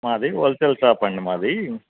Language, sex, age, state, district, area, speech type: Telugu, male, 45-60, Andhra Pradesh, N T Rama Rao, urban, conversation